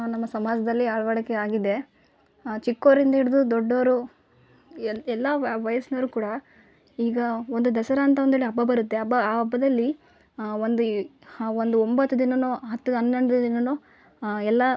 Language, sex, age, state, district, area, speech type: Kannada, female, 18-30, Karnataka, Vijayanagara, rural, spontaneous